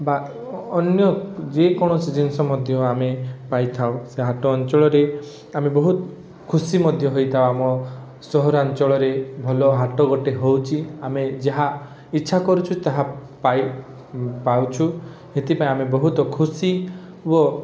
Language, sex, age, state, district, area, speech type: Odia, male, 18-30, Odisha, Rayagada, rural, spontaneous